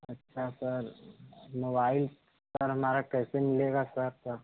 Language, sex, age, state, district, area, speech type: Hindi, male, 18-30, Uttar Pradesh, Mirzapur, rural, conversation